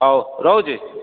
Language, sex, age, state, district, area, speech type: Odia, male, 45-60, Odisha, Dhenkanal, rural, conversation